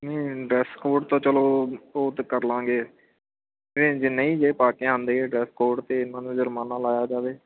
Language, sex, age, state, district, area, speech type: Punjabi, male, 30-45, Punjab, Kapurthala, rural, conversation